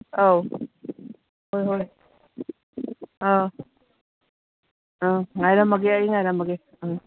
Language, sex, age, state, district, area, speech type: Manipuri, female, 60+, Manipur, Imphal East, rural, conversation